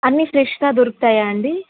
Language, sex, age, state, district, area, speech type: Telugu, female, 18-30, Andhra Pradesh, Nellore, rural, conversation